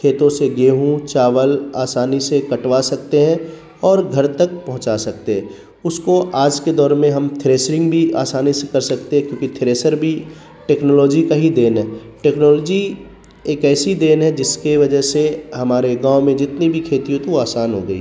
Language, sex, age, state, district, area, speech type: Urdu, male, 30-45, Bihar, Khagaria, rural, spontaneous